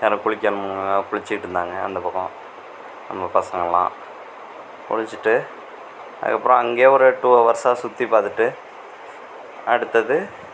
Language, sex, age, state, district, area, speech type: Tamil, male, 45-60, Tamil Nadu, Mayiladuthurai, rural, spontaneous